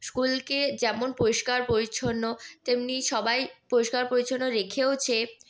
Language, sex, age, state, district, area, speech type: Bengali, female, 18-30, West Bengal, Purulia, urban, spontaneous